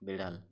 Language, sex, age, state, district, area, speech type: Bengali, male, 60+, West Bengal, Purba Medinipur, rural, read